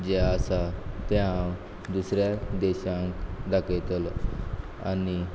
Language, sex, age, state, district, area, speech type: Goan Konkani, male, 18-30, Goa, Quepem, rural, spontaneous